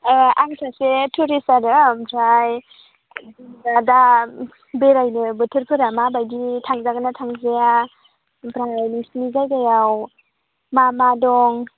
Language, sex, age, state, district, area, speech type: Bodo, female, 18-30, Assam, Baksa, rural, conversation